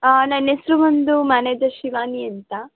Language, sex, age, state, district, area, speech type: Kannada, female, 18-30, Karnataka, Mysore, urban, conversation